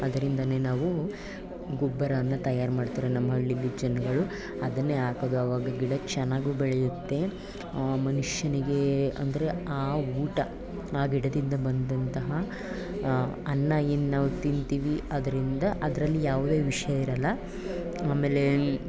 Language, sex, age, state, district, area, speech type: Kannada, female, 18-30, Karnataka, Chamarajanagar, rural, spontaneous